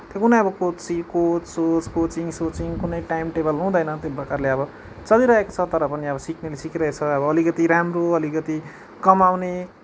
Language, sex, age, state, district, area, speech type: Nepali, male, 30-45, West Bengal, Kalimpong, rural, spontaneous